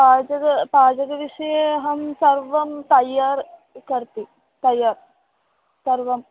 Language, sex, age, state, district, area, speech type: Sanskrit, female, 18-30, Kerala, Wayanad, rural, conversation